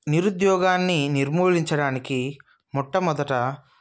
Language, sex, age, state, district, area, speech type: Telugu, male, 30-45, Telangana, Sangareddy, urban, spontaneous